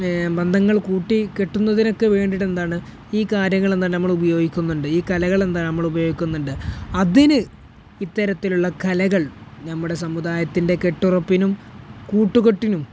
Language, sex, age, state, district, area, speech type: Malayalam, male, 18-30, Kerala, Malappuram, rural, spontaneous